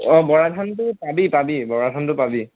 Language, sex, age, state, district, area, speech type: Assamese, male, 18-30, Assam, Lakhimpur, rural, conversation